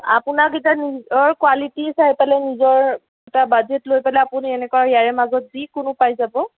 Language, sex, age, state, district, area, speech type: Assamese, female, 18-30, Assam, Kamrup Metropolitan, urban, conversation